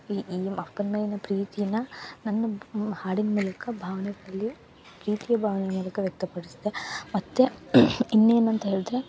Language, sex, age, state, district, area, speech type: Kannada, female, 18-30, Karnataka, Uttara Kannada, rural, spontaneous